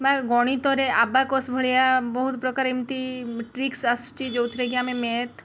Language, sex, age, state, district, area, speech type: Odia, female, 30-45, Odisha, Balasore, rural, spontaneous